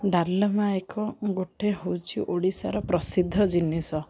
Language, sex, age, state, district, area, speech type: Odia, female, 30-45, Odisha, Ganjam, urban, spontaneous